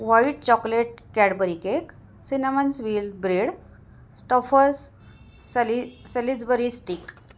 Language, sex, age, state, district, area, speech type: Marathi, female, 45-60, Maharashtra, Kolhapur, rural, spontaneous